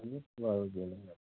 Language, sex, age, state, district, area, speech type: Assamese, male, 30-45, Assam, Majuli, urban, conversation